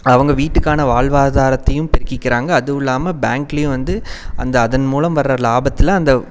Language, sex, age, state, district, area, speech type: Tamil, male, 30-45, Tamil Nadu, Coimbatore, rural, spontaneous